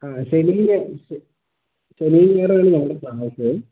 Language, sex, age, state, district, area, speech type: Malayalam, male, 18-30, Kerala, Wayanad, rural, conversation